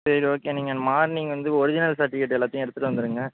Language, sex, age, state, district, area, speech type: Tamil, male, 18-30, Tamil Nadu, Tiruvarur, urban, conversation